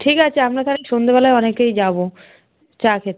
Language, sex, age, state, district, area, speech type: Bengali, female, 30-45, West Bengal, South 24 Parganas, rural, conversation